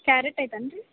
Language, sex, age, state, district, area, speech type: Kannada, female, 18-30, Karnataka, Gadag, urban, conversation